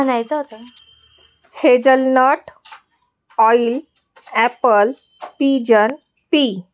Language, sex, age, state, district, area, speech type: Marathi, female, 30-45, Maharashtra, Nashik, urban, spontaneous